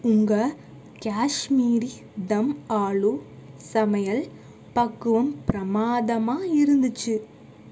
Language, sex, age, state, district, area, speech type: Tamil, female, 60+, Tamil Nadu, Cuddalore, urban, read